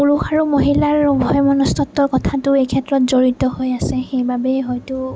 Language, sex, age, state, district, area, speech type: Assamese, female, 30-45, Assam, Nagaon, rural, spontaneous